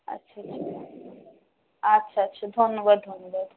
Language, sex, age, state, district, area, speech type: Bengali, female, 18-30, West Bengal, Paschim Bardhaman, urban, conversation